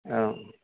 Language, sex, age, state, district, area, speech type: Hindi, male, 30-45, Bihar, Madhepura, rural, conversation